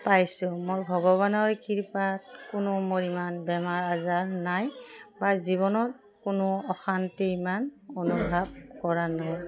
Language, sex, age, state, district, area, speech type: Assamese, female, 45-60, Assam, Udalguri, rural, spontaneous